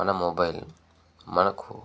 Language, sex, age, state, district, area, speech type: Telugu, male, 30-45, Telangana, Jangaon, rural, spontaneous